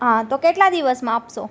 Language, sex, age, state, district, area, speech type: Gujarati, female, 30-45, Gujarat, Rajkot, urban, spontaneous